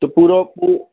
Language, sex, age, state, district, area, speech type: Sindhi, male, 30-45, Uttar Pradesh, Lucknow, urban, conversation